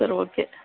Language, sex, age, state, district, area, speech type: Tamil, female, 30-45, Tamil Nadu, Tirupattur, rural, conversation